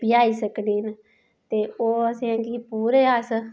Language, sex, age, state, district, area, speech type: Dogri, female, 30-45, Jammu and Kashmir, Udhampur, rural, spontaneous